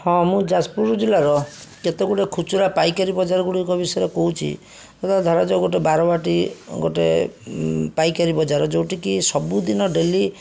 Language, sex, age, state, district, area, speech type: Odia, male, 60+, Odisha, Jajpur, rural, spontaneous